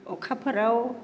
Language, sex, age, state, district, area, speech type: Bodo, female, 60+, Assam, Baksa, urban, spontaneous